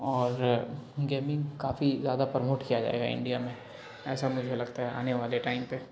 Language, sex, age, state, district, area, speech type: Urdu, male, 18-30, Bihar, Darbhanga, urban, spontaneous